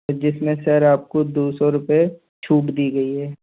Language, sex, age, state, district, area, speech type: Hindi, male, 18-30, Madhya Pradesh, Gwalior, urban, conversation